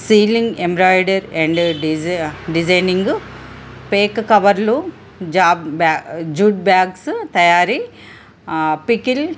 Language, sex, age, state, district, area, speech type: Telugu, female, 45-60, Telangana, Ranga Reddy, urban, spontaneous